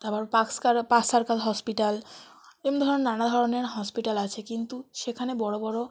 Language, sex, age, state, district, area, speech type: Bengali, female, 18-30, West Bengal, South 24 Parganas, rural, spontaneous